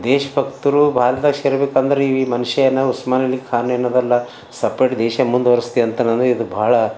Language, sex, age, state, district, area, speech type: Kannada, male, 60+, Karnataka, Bidar, urban, spontaneous